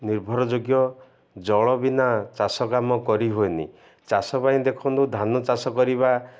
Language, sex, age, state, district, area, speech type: Odia, male, 60+, Odisha, Ganjam, urban, spontaneous